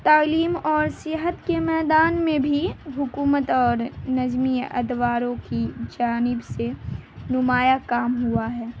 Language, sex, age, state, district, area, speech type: Urdu, female, 18-30, Bihar, Madhubani, rural, spontaneous